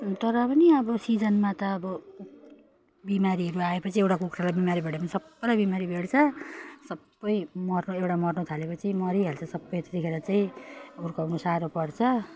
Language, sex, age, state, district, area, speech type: Nepali, female, 30-45, West Bengal, Jalpaiguri, rural, spontaneous